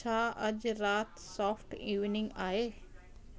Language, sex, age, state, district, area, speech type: Sindhi, female, 45-60, Delhi, South Delhi, rural, read